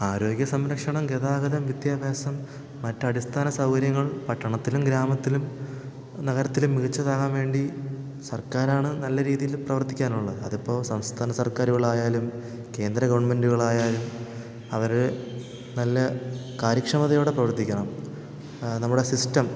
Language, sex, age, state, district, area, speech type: Malayalam, male, 18-30, Kerala, Thiruvananthapuram, rural, spontaneous